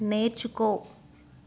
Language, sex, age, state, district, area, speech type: Telugu, female, 18-30, Telangana, Medchal, urban, read